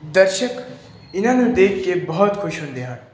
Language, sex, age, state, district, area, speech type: Punjabi, male, 18-30, Punjab, Pathankot, urban, spontaneous